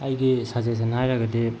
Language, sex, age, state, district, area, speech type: Manipuri, male, 18-30, Manipur, Bishnupur, rural, spontaneous